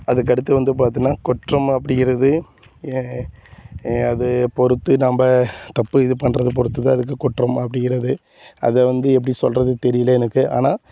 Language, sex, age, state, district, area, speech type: Tamil, male, 30-45, Tamil Nadu, Salem, rural, spontaneous